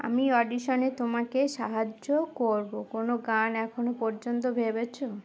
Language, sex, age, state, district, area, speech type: Bengali, female, 18-30, West Bengal, Uttar Dinajpur, urban, read